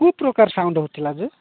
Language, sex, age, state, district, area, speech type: Odia, male, 45-60, Odisha, Nabarangpur, rural, conversation